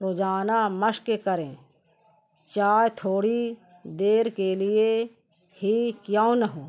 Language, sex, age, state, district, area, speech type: Urdu, female, 45-60, Bihar, Gaya, urban, spontaneous